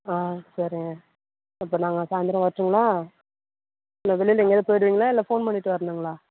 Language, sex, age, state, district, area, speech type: Tamil, female, 45-60, Tamil Nadu, Perambalur, urban, conversation